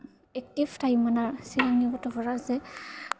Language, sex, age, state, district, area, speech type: Bodo, female, 18-30, Assam, Udalguri, rural, spontaneous